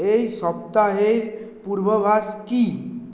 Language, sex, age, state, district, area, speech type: Bengali, male, 30-45, West Bengal, Purulia, urban, read